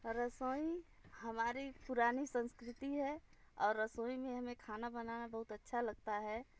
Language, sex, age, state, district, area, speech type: Hindi, female, 60+, Uttar Pradesh, Bhadohi, urban, spontaneous